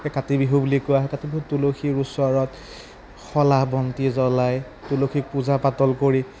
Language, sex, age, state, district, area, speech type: Assamese, male, 18-30, Assam, Majuli, urban, spontaneous